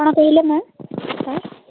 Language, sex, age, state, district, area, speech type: Odia, female, 18-30, Odisha, Ganjam, urban, conversation